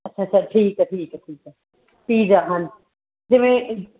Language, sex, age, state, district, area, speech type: Punjabi, female, 30-45, Punjab, Muktsar, urban, conversation